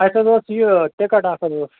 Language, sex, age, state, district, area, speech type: Kashmiri, male, 30-45, Jammu and Kashmir, Srinagar, urban, conversation